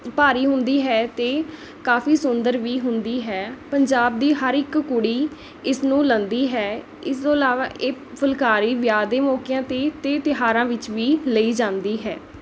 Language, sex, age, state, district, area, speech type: Punjabi, female, 18-30, Punjab, Mohali, rural, spontaneous